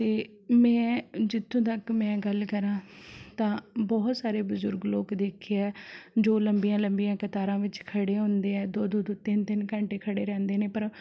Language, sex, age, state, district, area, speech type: Punjabi, female, 18-30, Punjab, Shaheed Bhagat Singh Nagar, rural, spontaneous